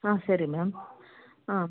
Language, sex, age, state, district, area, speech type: Kannada, female, 30-45, Karnataka, Bangalore Urban, urban, conversation